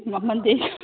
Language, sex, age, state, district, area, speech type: Manipuri, female, 30-45, Manipur, Imphal East, rural, conversation